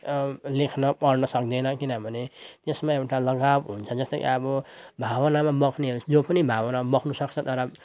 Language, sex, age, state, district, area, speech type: Nepali, male, 30-45, West Bengal, Jalpaiguri, urban, spontaneous